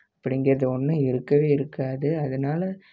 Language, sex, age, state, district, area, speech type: Tamil, male, 18-30, Tamil Nadu, Namakkal, rural, spontaneous